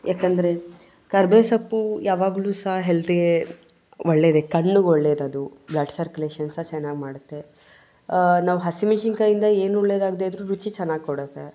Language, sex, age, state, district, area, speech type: Kannada, female, 18-30, Karnataka, Mysore, urban, spontaneous